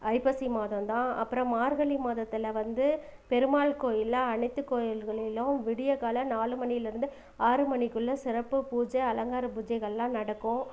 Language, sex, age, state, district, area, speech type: Tamil, female, 30-45, Tamil Nadu, Namakkal, rural, spontaneous